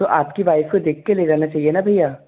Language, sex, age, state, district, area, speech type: Hindi, male, 30-45, Madhya Pradesh, Bhopal, urban, conversation